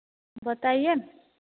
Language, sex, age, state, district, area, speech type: Hindi, female, 45-60, Bihar, Begusarai, urban, conversation